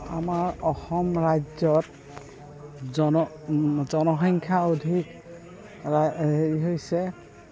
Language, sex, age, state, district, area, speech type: Assamese, female, 60+, Assam, Goalpara, urban, spontaneous